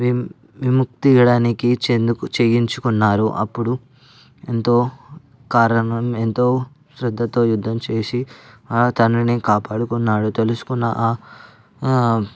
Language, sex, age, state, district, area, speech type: Telugu, male, 18-30, Telangana, Ranga Reddy, urban, spontaneous